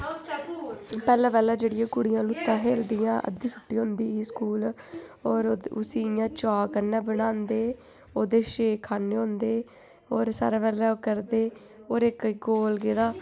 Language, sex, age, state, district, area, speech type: Dogri, female, 18-30, Jammu and Kashmir, Udhampur, rural, spontaneous